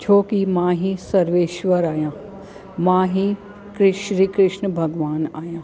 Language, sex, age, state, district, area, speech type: Sindhi, female, 45-60, Delhi, South Delhi, urban, spontaneous